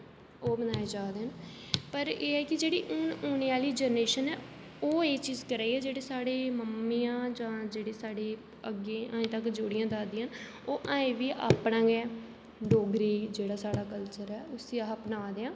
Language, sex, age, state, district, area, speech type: Dogri, female, 18-30, Jammu and Kashmir, Jammu, urban, spontaneous